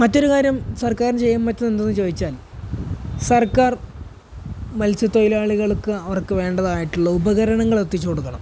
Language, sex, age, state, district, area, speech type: Malayalam, male, 18-30, Kerala, Malappuram, rural, spontaneous